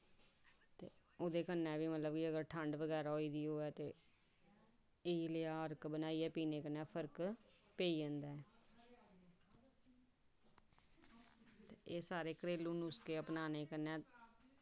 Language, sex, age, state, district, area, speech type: Dogri, female, 30-45, Jammu and Kashmir, Samba, rural, spontaneous